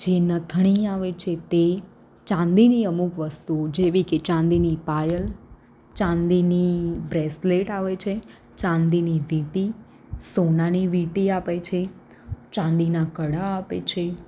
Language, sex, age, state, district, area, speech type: Gujarati, female, 18-30, Gujarat, Anand, urban, spontaneous